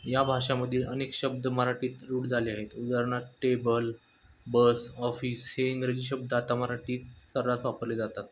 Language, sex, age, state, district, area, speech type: Marathi, male, 30-45, Maharashtra, Osmanabad, rural, spontaneous